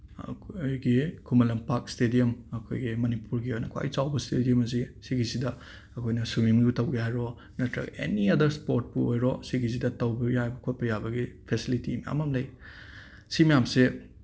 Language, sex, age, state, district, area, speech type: Manipuri, male, 30-45, Manipur, Imphal West, urban, spontaneous